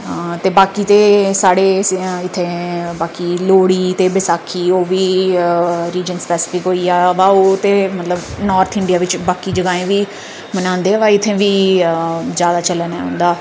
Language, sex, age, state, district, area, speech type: Dogri, female, 30-45, Jammu and Kashmir, Udhampur, urban, spontaneous